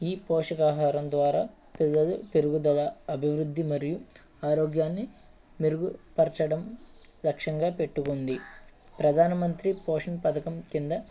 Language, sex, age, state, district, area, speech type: Telugu, male, 30-45, Andhra Pradesh, Eluru, rural, spontaneous